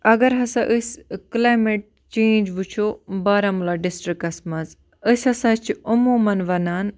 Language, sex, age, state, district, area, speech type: Kashmiri, other, 18-30, Jammu and Kashmir, Baramulla, rural, spontaneous